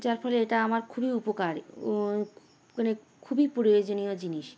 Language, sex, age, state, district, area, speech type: Bengali, female, 30-45, West Bengal, Howrah, urban, spontaneous